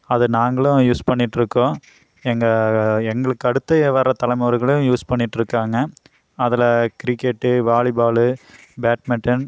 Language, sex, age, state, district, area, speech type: Tamil, male, 30-45, Tamil Nadu, Coimbatore, rural, spontaneous